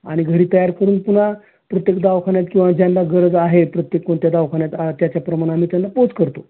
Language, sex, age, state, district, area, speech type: Marathi, male, 60+, Maharashtra, Osmanabad, rural, conversation